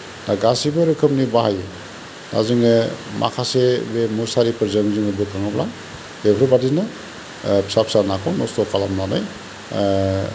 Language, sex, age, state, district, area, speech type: Bodo, male, 45-60, Assam, Kokrajhar, rural, spontaneous